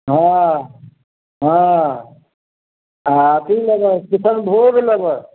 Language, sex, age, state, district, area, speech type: Maithili, male, 60+, Bihar, Samastipur, urban, conversation